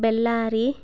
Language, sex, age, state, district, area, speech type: Sanskrit, female, 30-45, Telangana, Hyderabad, rural, spontaneous